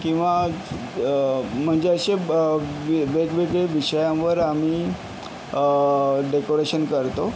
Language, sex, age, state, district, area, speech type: Marathi, male, 30-45, Maharashtra, Yavatmal, urban, spontaneous